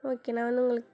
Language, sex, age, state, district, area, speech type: Tamil, female, 18-30, Tamil Nadu, Sivaganga, rural, spontaneous